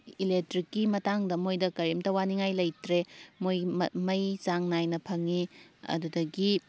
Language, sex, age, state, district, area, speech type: Manipuri, female, 18-30, Manipur, Thoubal, rural, spontaneous